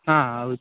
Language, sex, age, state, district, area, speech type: Kannada, male, 18-30, Karnataka, Chitradurga, rural, conversation